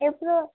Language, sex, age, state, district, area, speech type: Telugu, female, 18-30, Telangana, Komaram Bheem, urban, conversation